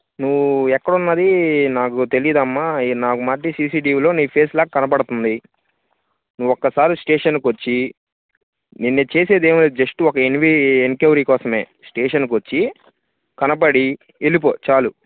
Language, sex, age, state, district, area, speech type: Telugu, male, 18-30, Andhra Pradesh, Bapatla, urban, conversation